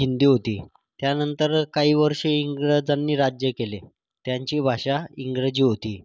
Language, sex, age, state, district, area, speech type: Marathi, male, 30-45, Maharashtra, Thane, urban, spontaneous